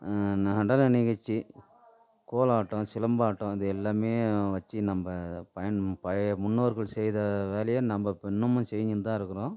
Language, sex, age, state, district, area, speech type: Tamil, male, 45-60, Tamil Nadu, Tiruvannamalai, rural, spontaneous